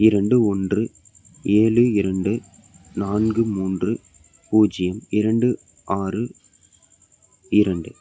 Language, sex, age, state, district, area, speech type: Tamil, male, 18-30, Tamil Nadu, Salem, rural, read